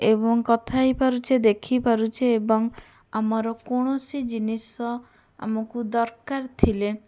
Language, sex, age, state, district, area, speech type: Odia, female, 18-30, Odisha, Bhadrak, rural, spontaneous